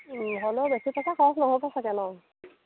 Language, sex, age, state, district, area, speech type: Assamese, female, 30-45, Assam, Sivasagar, rural, conversation